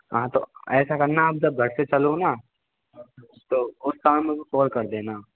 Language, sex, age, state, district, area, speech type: Hindi, male, 18-30, Rajasthan, Karauli, rural, conversation